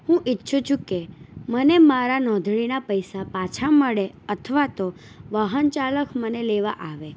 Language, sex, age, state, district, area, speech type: Gujarati, female, 18-30, Gujarat, Anand, urban, spontaneous